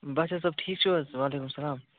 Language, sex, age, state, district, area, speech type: Kashmiri, male, 18-30, Jammu and Kashmir, Bandipora, rural, conversation